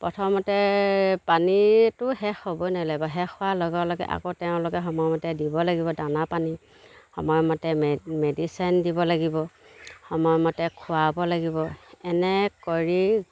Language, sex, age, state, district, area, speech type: Assamese, female, 30-45, Assam, Charaideo, rural, spontaneous